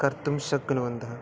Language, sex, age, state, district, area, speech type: Sanskrit, male, 18-30, Kerala, Thiruvananthapuram, urban, spontaneous